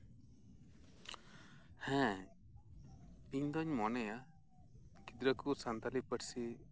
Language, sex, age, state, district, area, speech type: Santali, male, 30-45, West Bengal, Birbhum, rural, spontaneous